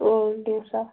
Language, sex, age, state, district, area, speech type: Kashmiri, female, 18-30, Jammu and Kashmir, Anantnag, rural, conversation